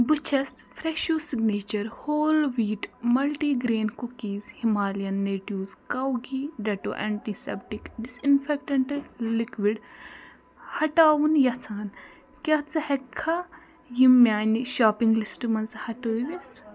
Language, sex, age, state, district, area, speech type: Kashmiri, female, 30-45, Jammu and Kashmir, Budgam, rural, read